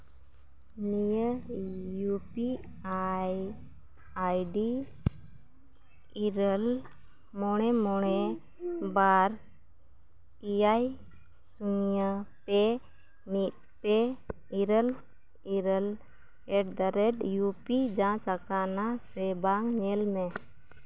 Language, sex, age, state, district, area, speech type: Santali, female, 30-45, Jharkhand, East Singhbhum, rural, read